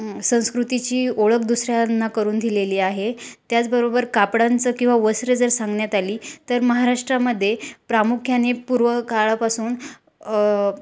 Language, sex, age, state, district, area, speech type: Marathi, female, 18-30, Maharashtra, Ahmednagar, rural, spontaneous